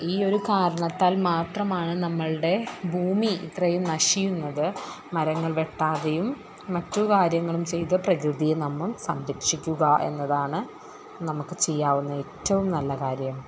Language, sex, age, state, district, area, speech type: Malayalam, female, 30-45, Kerala, Thrissur, rural, spontaneous